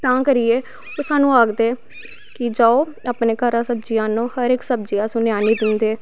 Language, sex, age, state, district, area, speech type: Dogri, female, 18-30, Jammu and Kashmir, Samba, rural, spontaneous